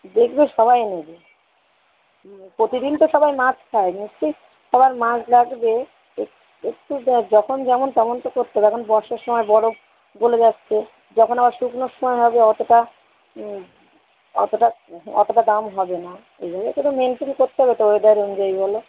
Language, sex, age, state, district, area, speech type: Bengali, female, 30-45, West Bengal, Howrah, urban, conversation